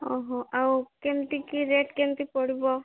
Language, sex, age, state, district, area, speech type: Odia, female, 30-45, Odisha, Malkangiri, urban, conversation